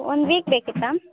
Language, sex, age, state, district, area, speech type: Kannada, female, 18-30, Karnataka, Bellary, rural, conversation